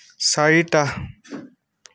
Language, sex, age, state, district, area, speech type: Assamese, male, 30-45, Assam, Tinsukia, rural, read